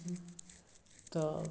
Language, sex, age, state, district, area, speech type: Maithili, male, 30-45, Bihar, Madhubani, rural, spontaneous